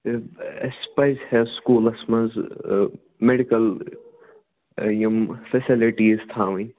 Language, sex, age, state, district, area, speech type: Kashmiri, male, 18-30, Jammu and Kashmir, Budgam, rural, conversation